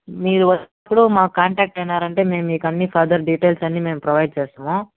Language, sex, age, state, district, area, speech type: Telugu, male, 45-60, Andhra Pradesh, Chittoor, urban, conversation